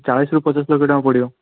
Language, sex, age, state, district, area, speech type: Odia, male, 18-30, Odisha, Balasore, rural, conversation